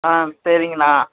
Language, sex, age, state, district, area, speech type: Tamil, male, 30-45, Tamil Nadu, Tiruvannamalai, urban, conversation